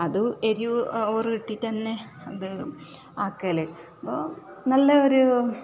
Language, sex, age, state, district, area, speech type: Malayalam, female, 45-60, Kerala, Kasaragod, urban, spontaneous